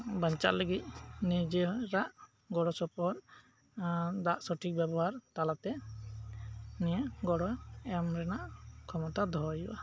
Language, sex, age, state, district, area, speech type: Santali, male, 30-45, West Bengal, Birbhum, rural, spontaneous